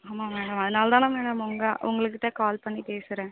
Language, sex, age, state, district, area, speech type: Tamil, female, 18-30, Tamil Nadu, Mayiladuthurai, rural, conversation